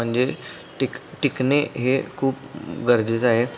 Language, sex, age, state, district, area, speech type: Marathi, male, 18-30, Maharashtra, Kolhapur, urban, spontaneous